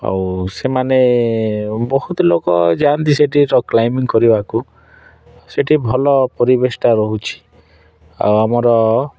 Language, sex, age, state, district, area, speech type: Odia, male, 30-45, Odisha, Kalahandi, rural, spontaneous